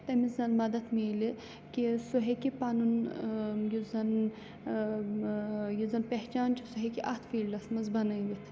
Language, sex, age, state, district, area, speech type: Kashmiri, female, 18-30, Jammu and Kashmir, Srinagar, urban, spontaneous